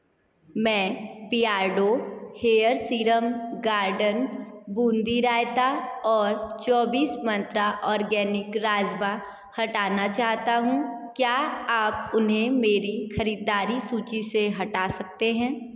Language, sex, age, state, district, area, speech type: Hindi, female, 30-45, Uttar Pradesh, Sonbhadra, rural, read